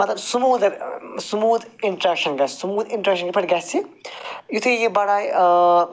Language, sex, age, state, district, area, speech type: Kashmiri, male, 45-60, Jammu and Kashmir, Srinagar, rural, spontaneous